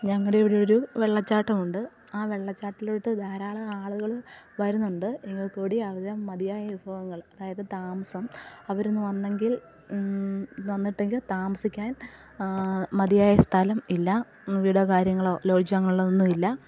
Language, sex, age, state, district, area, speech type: Malayalam, female, 30-45, Kerala, Pathanamthitta, rural, spontaneous